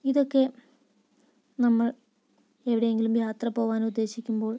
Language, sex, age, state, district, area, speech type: Malayalam, female, 18-30, Kerala, Wayanad, rural, spontaneous